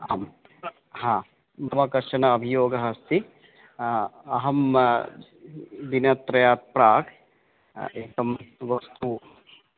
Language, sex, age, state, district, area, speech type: Sanskrit, male, 30-45, West Bengal, Murshidabad, urban, conversation